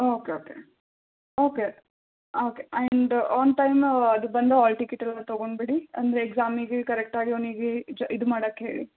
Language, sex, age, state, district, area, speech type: Kannada, female, 18-30, Karnataka, Bidar, urban, conversation